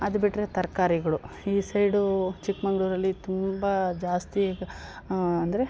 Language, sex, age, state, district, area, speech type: Kannada, female, 30-45, Karnataka, Chikkamagaluru, rural, spontaneous